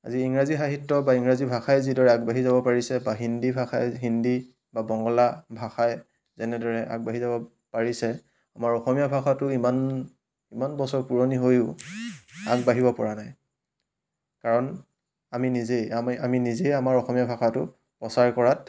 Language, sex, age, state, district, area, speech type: Assamese, male, 30-45, Assam, Majuli, urban, spontaneous